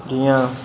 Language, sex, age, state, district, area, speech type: Dogri, male, 30-45, Jammu and Kashmir, Reasi, urban, spontaneous